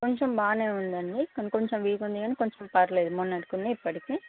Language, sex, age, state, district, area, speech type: Telugu, female, 30-45, Andhra Pradesh, Srikakulam, urban, conversation